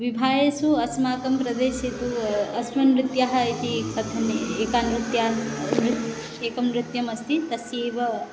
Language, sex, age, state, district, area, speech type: Sanskrit, female, 18-30, Odisha, Jagatsinghpur, urban, spontaneous